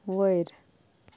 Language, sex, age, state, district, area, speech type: Goan Konkani, female, 18-30, Goa, Canacona, rural, read